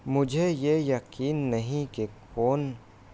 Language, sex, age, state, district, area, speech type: Urdu, male, 18-30, Bihar, Gaya, rural, spontaneous